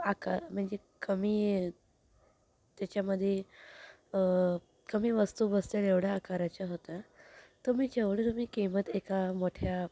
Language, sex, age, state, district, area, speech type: Marathi, female, 18-30, Maharashtra, Thane, urban, spontaneous